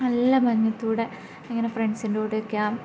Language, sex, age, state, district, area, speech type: Malayalam, female, 18-30, Kerala, Idukki, rural, spontaneous